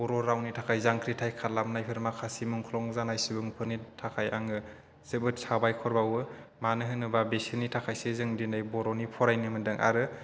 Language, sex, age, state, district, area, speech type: Bodo, male, 30-45, Assam, Chirang, urban, spontaneous